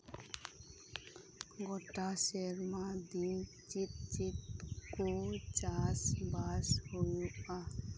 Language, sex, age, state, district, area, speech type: Santali, female, 18-30, West Bengal, Birbhum, rural, spontaneous